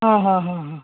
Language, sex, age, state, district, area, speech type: Kannada, female, 60+, Karnataka, Mandya, rural, conversation